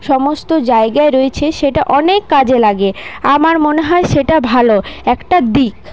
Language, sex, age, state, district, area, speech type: Bengali, female, 30-45, West Bengal, Paschim Bardhaman, urban, spontaneous